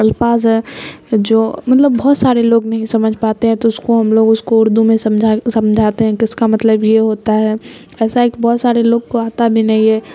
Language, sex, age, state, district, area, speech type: Urdu, female, 18-30, Bihar, Supaul, rural, spontaneous